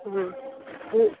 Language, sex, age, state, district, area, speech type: Hindi, female, 45-60, Bihar, Madhepura, rural, conversation